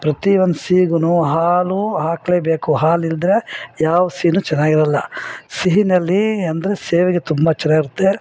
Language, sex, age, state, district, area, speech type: Kannada, female, 60+, Karnataka, Bangalore Urban, rural, spontaneous